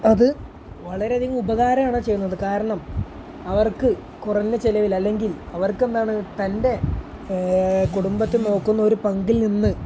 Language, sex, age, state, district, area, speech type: Malayalam, male, 18-30, Kerala, Malappuram, rural, spontaneous